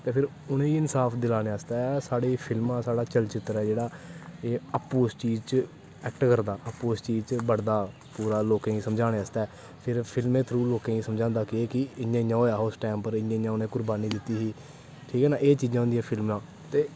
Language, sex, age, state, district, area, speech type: Dogri, male, 18-30, Jammu and Kashmir, Kathua, rural, spontaneous